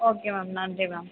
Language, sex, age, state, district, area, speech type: Tamil, male, 30-45, Tamil Nadu, Tiruchirappalli, rural, conversation